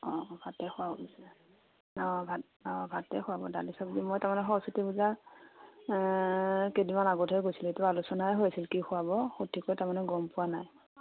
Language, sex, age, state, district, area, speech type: Assamese, female, 30-45, Assam, Udalguri, rural, conversation